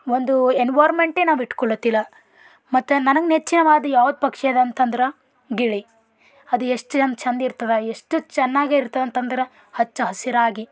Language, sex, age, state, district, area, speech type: Kannada, female, 30-45, Karnataka, Bidar, rural, spontaneous